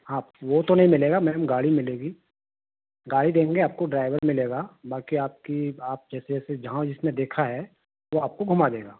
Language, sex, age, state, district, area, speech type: Hindi, male, 30-45, Madhya Pradesh, Betul, urban, conversation